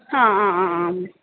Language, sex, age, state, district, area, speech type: Sanskrit, female, 18-30, Kerala, Thrissur, urban, conversation